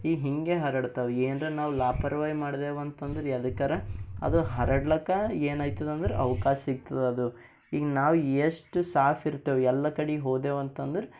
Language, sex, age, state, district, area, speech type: Kannada, male, 18-30, Karnataka, Bidar, urban, spontaneous